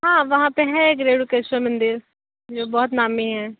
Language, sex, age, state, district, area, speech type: Hindi, female, 30-45, Uttar Pradesh, Sonbhadra, rural, conversation